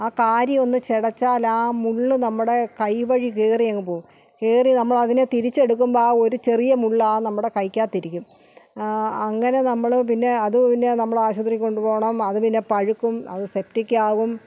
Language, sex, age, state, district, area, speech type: Malayalam, female, 45-60, Kerala, Alappuzha, rural, spontaneous